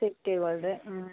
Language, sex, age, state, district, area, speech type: Malayalam, female, 45-60, Kerala, Kasaragod, rural, conversation